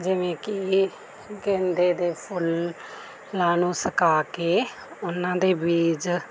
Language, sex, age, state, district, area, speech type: Punjabi, female, 30-45, Punjab, Mansa, urban, spontaneous